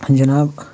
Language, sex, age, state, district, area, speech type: Kashmiri, male, 18-30, Jammu and Kashmir, Shopian, rural, spontaneous